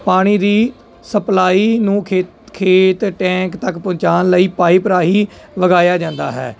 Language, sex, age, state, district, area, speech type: Punjabi, male, 30-45, Punjab, Jalandhar, urban, spontaneous